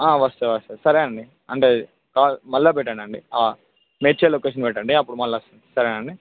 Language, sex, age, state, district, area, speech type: Telugu, male, 18-30, Telangana, Nalgonda, urban, conversation